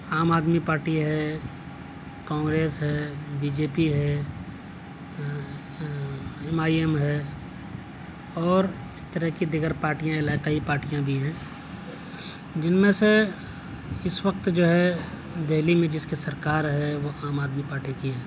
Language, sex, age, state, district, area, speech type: Urdu, male, 30-45, Delhi, South Delhi, urban, spontaneous